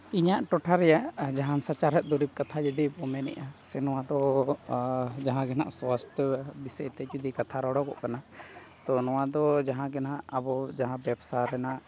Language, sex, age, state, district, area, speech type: Santali, male, 30-45, Jharkhand, Seraikela Kharsawan, rural, spontaneous